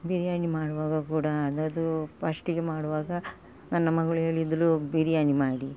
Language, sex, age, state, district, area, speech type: Kannada, female, 45-60, Karnataka, Udupi, rural, spontaneous